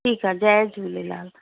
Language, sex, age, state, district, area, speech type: Sindhi, female, 45-60, Delhi, South Delhi, urban, conversation